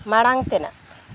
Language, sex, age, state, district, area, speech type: Santali, female, 30-45, West Bengal, Uttar Dinajpur, rural, read